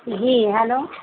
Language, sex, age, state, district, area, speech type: Urdu, female, 30-45, Bihar, Supaul, rural, conversation